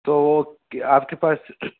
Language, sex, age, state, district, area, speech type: Urdu, male, 18-30, Uttar Pradesh, Saharanpur, urban, conversation